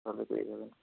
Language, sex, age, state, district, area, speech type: Bengali, male, 18-30, West Bengal, Purba Medinipur, rural, conversation